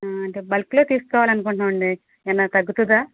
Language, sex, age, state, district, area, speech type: Telugu, female, 45-60, Andhra Pradesh, Krishna, rural, conversation